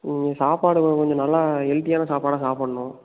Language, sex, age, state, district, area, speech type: Tamil, male, 18-30, Tamil Nadu, Tiruppur, rural, conversation